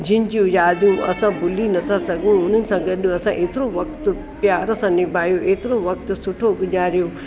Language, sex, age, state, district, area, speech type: Sindhi, female, 60+, Delhi, South Delhi, urban, spontaneous